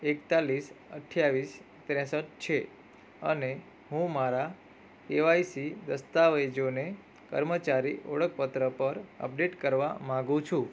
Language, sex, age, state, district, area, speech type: Gujarati, male, 30-45, Gujarat, Surat, urban, read